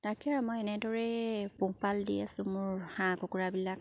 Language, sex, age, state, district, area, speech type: Assamese, female, 30-45, Assam, Sivasagar, rural, spontaneous